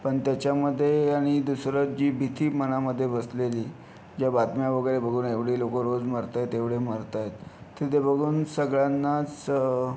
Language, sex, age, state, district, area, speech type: Marathi, male, 30-45, Maharashtra, Yavatmal, urban, spontaneous